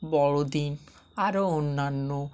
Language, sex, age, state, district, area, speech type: Bengali, male, 30-45, West Bengal, Dakshin Dinajpur, urban, spontaneous